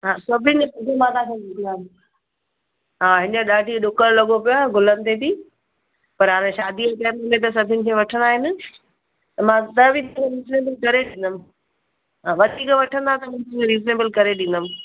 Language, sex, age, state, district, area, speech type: Sindhi, female, 45-60, Gujarat, Kutch, urban, conversation